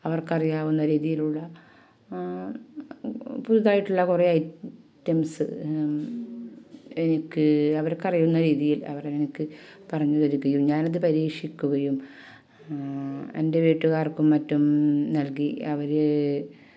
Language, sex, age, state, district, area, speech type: Malayalam, female, 30-45, Kerala, Kasaragod, urban, spontaneous